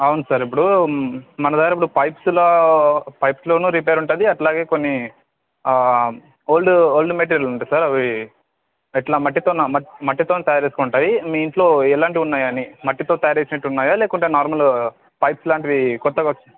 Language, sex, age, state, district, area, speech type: Telugu, male, 18-30, Telangana, Ranga Reddy, urban, conversation